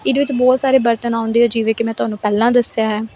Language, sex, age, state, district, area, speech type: Punjabi, female, 18-30, Punjab, Kapurthala, urban, spontaneous